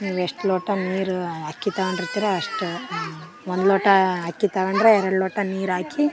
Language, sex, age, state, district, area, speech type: Kannada, female, 18-30, Karnataka, Vijayanagara, rural, spontaneous